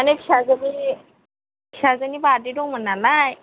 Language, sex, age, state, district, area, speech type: Bodo, female, 30-45, Assam, Kokrajhar, rural, conversation